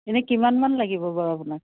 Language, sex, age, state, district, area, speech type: Assamese, female, 45-60, Assam, Dhemaji, rural, conversation